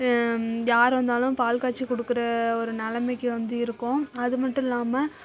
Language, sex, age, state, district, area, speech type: Tamil, female, 45-60, Tamil Nadu, Tiruvarur, rural, spontaneous